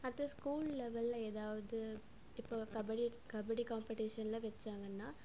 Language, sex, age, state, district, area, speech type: Tamil, female, 18-30, Tamil Nadu, Coimbatore, rural, spontaneous